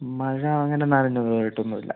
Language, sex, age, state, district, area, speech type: Malayalam, male, 18-30, Kerala, Wayanad, rural, conversation